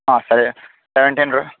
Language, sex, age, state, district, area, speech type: Kannada, male, 30-45, Karnataka, Raichur, rural, conversation